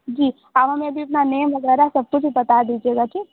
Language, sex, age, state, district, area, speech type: Hindi, female, 30-45, Uttar Pradesh, Sitapur, rural, conversation